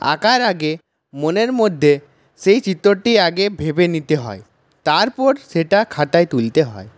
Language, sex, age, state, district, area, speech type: Bengali, male, 18-30, West Bengal, Purulia, rural, spontaneous